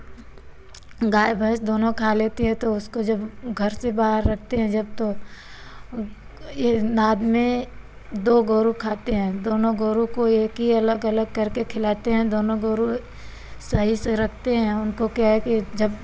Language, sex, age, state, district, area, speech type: Hindi, female, 45-60, Uttar Pradesh, Varanasi, rural, spontaneous